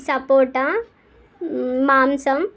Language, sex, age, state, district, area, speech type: Telugu, female, 18-30, Telangana, Sangareddy, urban, spontaneous